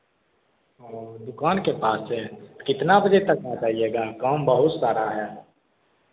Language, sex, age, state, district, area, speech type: Hindi, male, 18-30, Bihar, Begusarai, rural, conversation